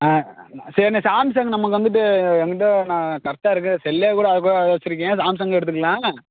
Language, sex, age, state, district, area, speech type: Tamil, male, 18-30, Tamil Nadu, Madurai, rural, conversation